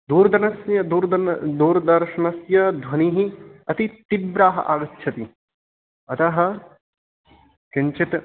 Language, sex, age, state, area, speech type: Sanskrit, male, 18-30, Haryana, rural, conversation